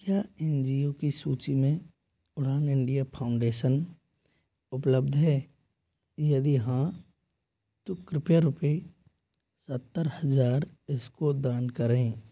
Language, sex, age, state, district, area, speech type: Hindi, male, 18-30, Rajasthan, Jodhpur, rural, read